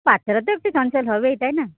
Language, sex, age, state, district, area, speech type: Bengali, female, 30-45, West Bengal, Cooch Behar, urban, conversation